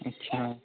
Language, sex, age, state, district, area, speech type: Punjabi, male, 18-30, Punjab, Barnala, rural, conversation